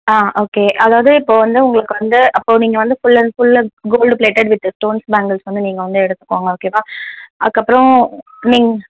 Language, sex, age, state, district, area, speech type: Tamil, female, 18-30, Tamil Nadu, Tenkasi, rural, conversation